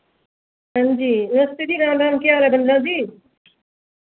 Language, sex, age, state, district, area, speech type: Dogri, female, 45-60, Jammu and Kashmir, Jammu, urban, conversation